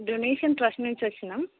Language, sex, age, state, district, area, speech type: Telugu, female, 30-45, Telangana, Adilabad, rural, conversation